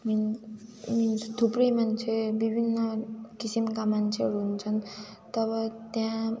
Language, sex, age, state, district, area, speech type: Nepali, female, 18-30, West Bengal, Jalpaiguri, rural, spontaneous